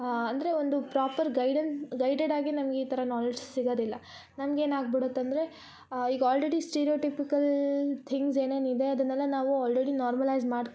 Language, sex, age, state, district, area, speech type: Kannada, female, 18-30, Karnataka, Koppal, rural, spontaneous